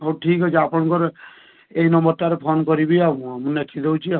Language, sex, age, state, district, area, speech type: Odia, male, 30-45, Odisha, Balasore, rural, conversation